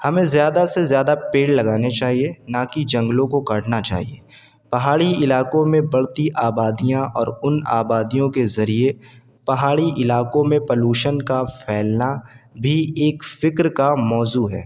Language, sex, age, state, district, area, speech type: Urdu, male, 18-30, Uttar Pradesh, Shahjahanpur, urban, spontaneous